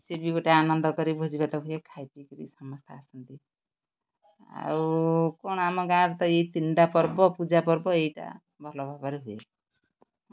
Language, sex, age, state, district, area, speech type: Odia, female, 60+, Odisha, Kendrapara, urban, spontaneous